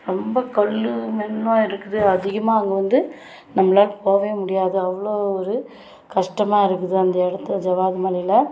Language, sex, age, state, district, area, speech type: Tamil, female, 30-45, Tamil Nadu, Tirupattur, rural, spontaneous